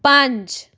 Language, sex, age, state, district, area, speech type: Punjabi, female, 18-30, Punjab, Tarn Taran, urban, read